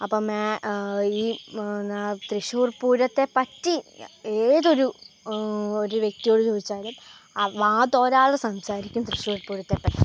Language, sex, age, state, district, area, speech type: Malayalam, female, 18-30, Kerala, Kottayam, rural, spontaneous